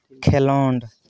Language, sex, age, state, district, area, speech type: Santali, male, 18-30, Jharkhand, East Singhbhum, rural, read